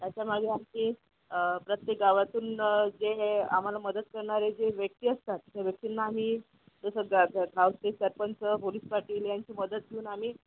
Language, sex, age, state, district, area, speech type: Marathi, female, 30-45, Maharashtra, Akola, urban, conversation